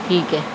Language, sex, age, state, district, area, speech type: Urdu, female, 18-30, Delhi, South Delhi, urban, spontaneous